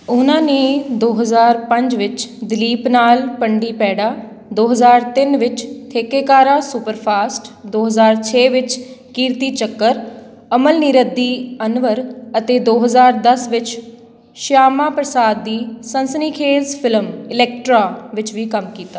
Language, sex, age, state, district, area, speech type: Punjabi, female, 18-30, Punjab, Patiala, urban, read